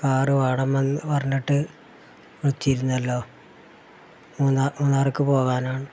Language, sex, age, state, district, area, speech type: Malayalam, male, 60+, Kerala, Malappuram, rural, spontaneous